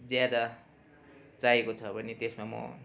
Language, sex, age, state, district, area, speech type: Nepali, male, 45-60, West Bengal, Darjeeling, urban, spontaneous